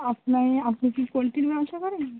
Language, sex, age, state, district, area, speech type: Bengali, female, 18-30, West Bengal, Birbhum, urban, conversation